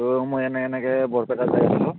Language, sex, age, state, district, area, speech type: Assamese, male, 30-45, Assam, Barpeta, rural, conversation